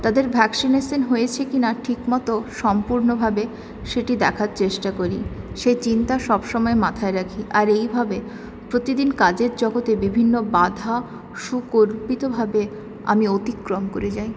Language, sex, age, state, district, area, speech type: Bengali, female, 18-30, West Bengal, Purulia, urban, spontaneous